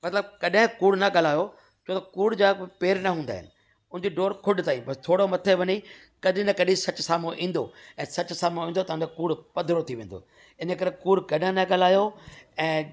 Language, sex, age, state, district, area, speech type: Sindhi, male, 45-60, Delhi, South Delhi, urban, spontaneous